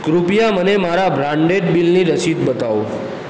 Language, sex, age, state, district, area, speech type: Gujarati, male, 60+, Gujarat, Aravalli, urban, read